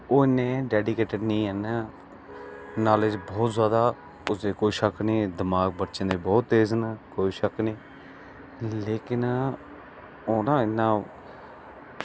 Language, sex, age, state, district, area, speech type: Dogri, male, 30-45, Jammu and Kashmir, Udhampur, rural, spontaneous